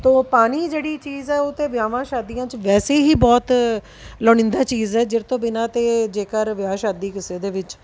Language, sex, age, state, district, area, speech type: Punjabi, female, 30-45, Punjab, Tarn Taran, urban, spontaneous